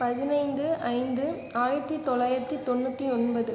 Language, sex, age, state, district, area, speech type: Tamil, female, 18-30, Tamil Nadu, Cuddalore, rural, spontaneous